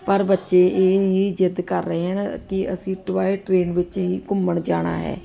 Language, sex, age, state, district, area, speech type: Punjabi, female, 30-45, Punjab, Ludhiana, urban, spontaneous